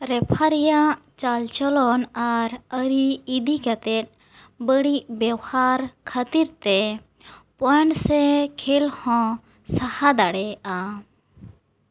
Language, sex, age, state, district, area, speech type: Santali, female, 18-30, West Bengal, Bankura, rural, read